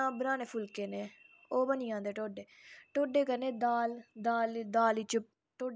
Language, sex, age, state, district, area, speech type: Dogri, female, 45-60, Jammu and Kashmir, Udhampur, rural, spontaneous